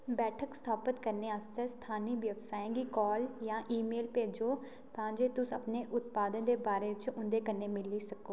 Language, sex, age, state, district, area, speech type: Dogri, male, 18-30, Jammu and Kashmir, Reasi, rural, read